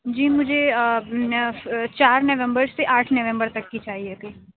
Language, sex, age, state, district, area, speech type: Urdu, female, 18-30, Uttar Pradesh, Aligarh, urban, conversation